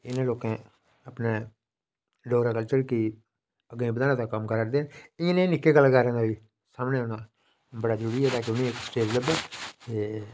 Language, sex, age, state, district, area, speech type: Dogri, male, 45-60, Jammu and Kashmir, Udhampur, rural, spontaneous